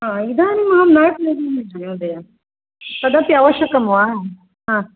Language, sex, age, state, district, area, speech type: Sanskrit, female, 45-60, Kerala, Kasaragod, rural, conversation